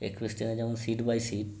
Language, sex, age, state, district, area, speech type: Bengali, male, 30-45, West Bengal, Howrah, urban, spontaneous